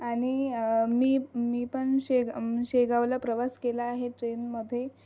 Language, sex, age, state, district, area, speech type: Marathi, female, 45-60, Maharashtra, Amravati, rural, spontaneous